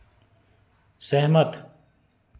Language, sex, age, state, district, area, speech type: Hindi, male, 30-45, Madhya Pradesh, Betul, urban, read